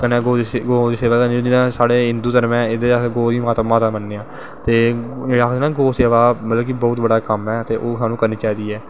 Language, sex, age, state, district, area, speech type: Dogri, male, 18-30, Jammu and Kashmir, Jammu, rural, spontaneous